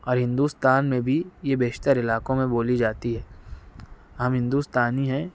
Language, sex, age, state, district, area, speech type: Urdu, male, 60+, Maharashtra, Nashik, urban, spontaneous